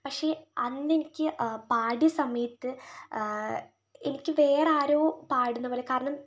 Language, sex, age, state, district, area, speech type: Malayalam, female, 18-30, Kerala, Wayanad, rural, spontaneous